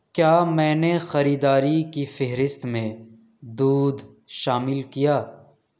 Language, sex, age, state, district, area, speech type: Urdu, male, 18-30, Delhi, East Delhi, urban, read